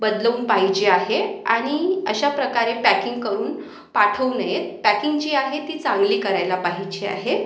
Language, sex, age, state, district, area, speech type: Marathi, female, 18-30, Maharashtra, Akola, urban, spontaneous